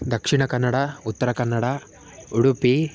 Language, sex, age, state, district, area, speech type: Sanskrit, male, 18-30, Karnataka, Shimoga, rural, spontaneous